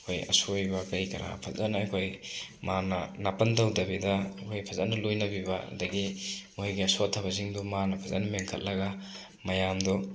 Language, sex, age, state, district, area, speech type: Manipuri, male, 18-30, Manipur, Thoubal, rural, spontaneous